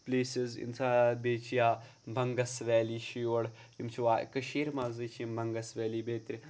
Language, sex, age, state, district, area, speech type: Kashmiri, male, 18-30, Jammu and Kashmir, Pulwama, urban, spontaneous